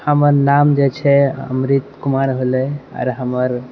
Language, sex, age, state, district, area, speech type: Maithili, male, 18-30, Bihar, Purnia, urban, spontaneous